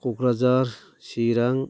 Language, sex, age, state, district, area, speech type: Bodo, male, 60+, Assam, Baksa, rural, spontaneous